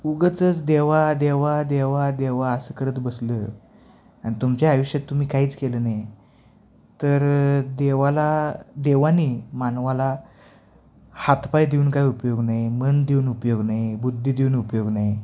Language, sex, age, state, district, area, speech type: Marathi, male, 18-30, Maharashtra, Sangli, urban, spontaneous